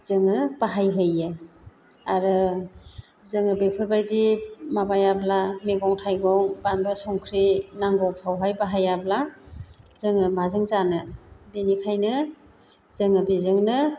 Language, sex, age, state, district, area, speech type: Bodo, female, 60+, Assam, Chirang, rural, spontaneous